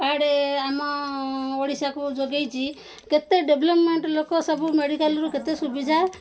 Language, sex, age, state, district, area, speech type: Odia, female, 45-60, Odisha, Koraput, urban, spontaneous